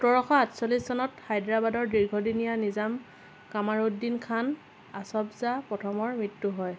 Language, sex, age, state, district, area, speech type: Assamese, female, 30-45, Assam, Lakhimpur, rural, read